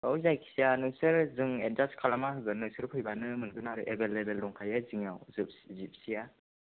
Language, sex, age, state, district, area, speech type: Bodo, male, 60+, Assam, Chirang, urban, conversation